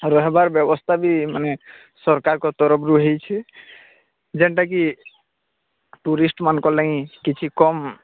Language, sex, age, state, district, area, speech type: Odia, male, 30-45, Odisha, Bargarh, urban, conversation